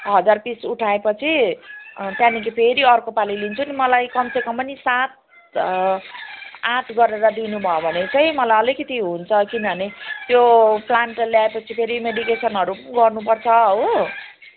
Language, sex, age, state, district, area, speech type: Nepali, female, 45-60, West Bengal, Jalpaiguri, urban, conversation